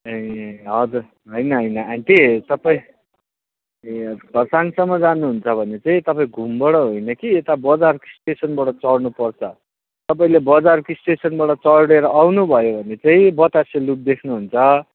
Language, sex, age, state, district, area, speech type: Nepali, male, 30-45, West Bengal, Darjeeling, rural, conversation